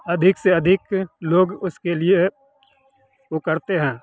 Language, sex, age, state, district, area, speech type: Hindi, male, 60+, Bihar, Madhepura, rural, spontaneous